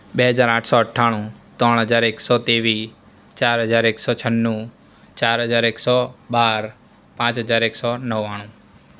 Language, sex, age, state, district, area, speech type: Gujarati, male, 18-30, Gujarat, Surat, rural, spontaneous